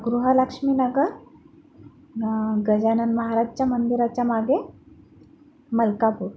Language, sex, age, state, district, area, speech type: Marathi, female, 30-45, Maharashtra, Akola, urban, spontaneous